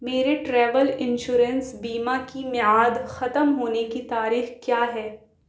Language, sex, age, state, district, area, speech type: Urdu, female, 18-30, Delhi, South Delhi, urban, read